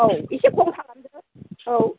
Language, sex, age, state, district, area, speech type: Bodo, female, 60+, Assam, Kokrajhar, rural, conversation